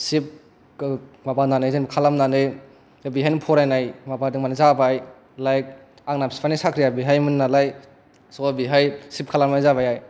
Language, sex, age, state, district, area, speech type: Bodo, male, 18-30, Assam, Kokrajhar, urban, spontaneous